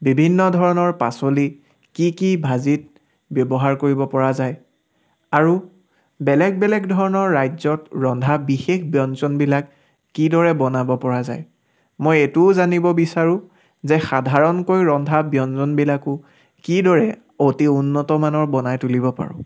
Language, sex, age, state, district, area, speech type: Assamese, male, 18-30, Assam, Sivasagar, rural, spontaneous